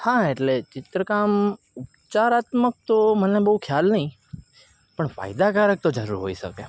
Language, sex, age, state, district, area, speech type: Gujarati, male, 18-30, Gujarat, Rajkot, urban, spontaneous